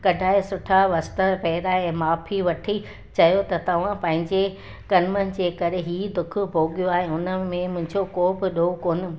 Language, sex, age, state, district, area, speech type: Sindhi, female, 60+, Gujarat, Junagadh, urban, spontaneous